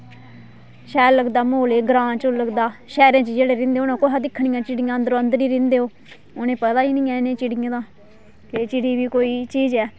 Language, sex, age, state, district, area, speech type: Dogri, female, 30-45, Jammu and Kashmir, Kathua, rural, spontaneous